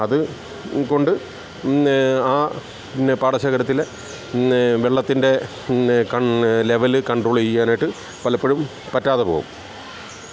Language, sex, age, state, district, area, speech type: Malayalam, male, 45-60, Kerala, Alappuzha, rural, spontaneous